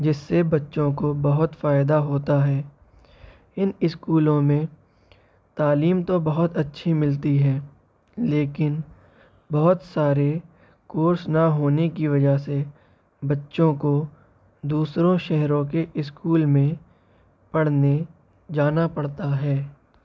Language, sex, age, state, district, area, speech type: Urdu, male, 18-30, Uttar Pradesh, Shahjahanpur, rural, spontaneous